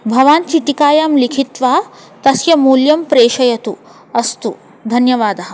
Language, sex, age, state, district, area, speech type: Sanskrit, female, 30-45, Telangana, Hyderabad, urban, spontaneous